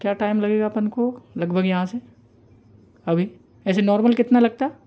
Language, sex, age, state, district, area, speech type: Hindi, male, 18-30, Madhya Pradesh, Hoshangabad, rural, spontaneous